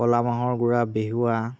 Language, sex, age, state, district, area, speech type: Assamese, female, 18-30, Assam, Nagaon, rural, spontaneous